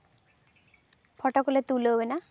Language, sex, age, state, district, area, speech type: Santali, female, 18-30, West Bengal, Jhargram, rural, spontaneous